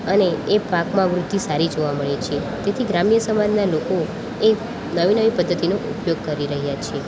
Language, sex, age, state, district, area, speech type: Gujarati, female, 18-30, Gujarat, Valsad, rural, spontaneous